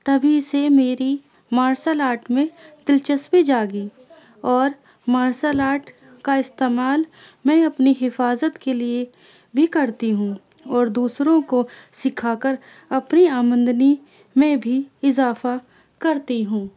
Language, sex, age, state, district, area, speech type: Urdu, female, 18-30, Delhi, Central Delhi, urban, spontaneous